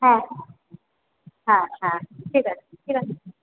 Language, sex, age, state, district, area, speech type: Bengali, female, 30-45, West Bengal, Kolkata, urban, conversation